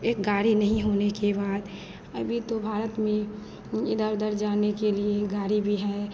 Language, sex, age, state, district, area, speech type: Hindi, female, 18-30, Bihar, Madhepura, rural, spontaneous